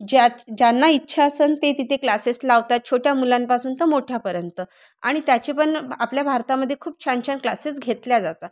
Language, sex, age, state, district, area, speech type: Marathi, female, 30-45, Maharashtra, Thane, urban, spontaneous